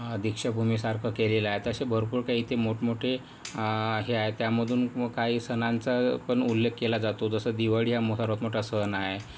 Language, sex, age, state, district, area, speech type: Marathi, male, 18-30, Maharashtra, Yavatmal, rural, spontaneous